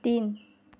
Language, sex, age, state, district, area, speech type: Goan Konkani, female, 30-45, Goa, Quepem, rural, read